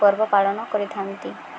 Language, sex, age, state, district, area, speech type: Odia, female, 18-30, Odisha, Subarnapur, urban, spontaneous